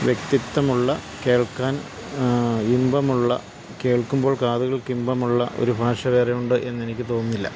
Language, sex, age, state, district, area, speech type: Malayalam, male, 45-60, Kerala, Idukki, rural, spontaneous